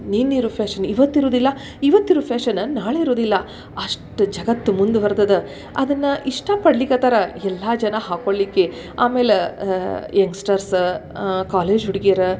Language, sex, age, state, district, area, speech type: Kannada, female, 45-60, Karnataka, Dharwad, rural, spontaneous